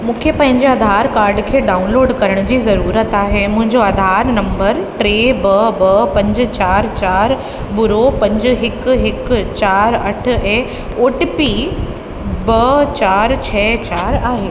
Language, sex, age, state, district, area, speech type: Sindhi, female, 18-30, Uttar Pradesh, Lucknow, rural, read